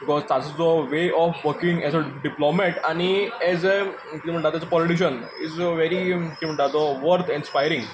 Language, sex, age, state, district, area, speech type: Goan Konkani, male, 18-30, Goa, Quepem, rural, spontaneous